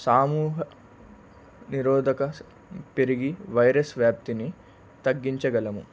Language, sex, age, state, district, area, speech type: Telugu, male, 18-30, Andhra Pradesh, Palnadu, rural, spontaneous